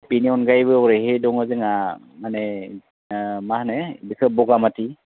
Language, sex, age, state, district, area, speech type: Bodo, male, 30-45, Assam, Baksa, rural, conversation